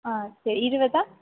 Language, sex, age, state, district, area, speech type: Tamil, female, 18-30, Tamil Nadu, Sivaganga, rural, conversation